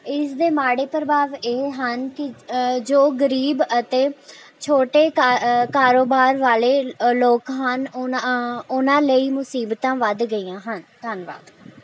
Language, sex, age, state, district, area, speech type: Punjabi, female, 18-30, Punjab, Rupnagar, urban, spontaneous